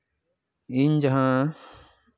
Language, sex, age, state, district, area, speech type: Santali, male, 18-30, West Bengal, Purba Bardhaman, rural, spontaneous